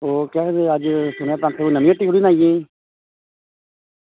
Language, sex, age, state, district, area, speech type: Dogri, male, 60+, Jammu and Kashmir, Reasi, rural, conversation